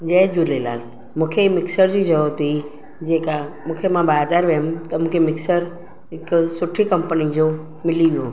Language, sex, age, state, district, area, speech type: Sindhi, female, 45-60, Maharashtra, Mumbai Suburban, urban, spontaneous